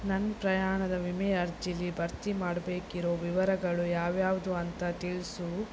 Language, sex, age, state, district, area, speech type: Kannada, female, 30-45, Karnataka, Shimoga, rural, read